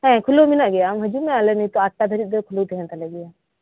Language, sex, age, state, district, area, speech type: Santali, female, 30-45, West Bengal, Birbhum, rural, conversation